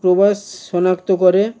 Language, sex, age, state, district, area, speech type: Bengali, male, 45-60, West Bengal, Howrah, urban, spontaneous